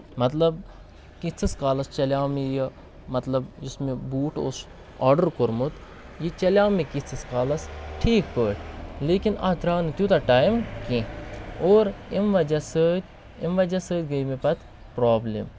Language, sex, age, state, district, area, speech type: Kashmiri, male, 30-45, Jammu and Kashmir, Kupwara, rural, spontaneous